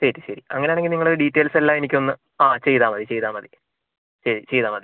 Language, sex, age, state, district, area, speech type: Malayalam, male, 18-30, Kerala, Kozhikode, urban, conversation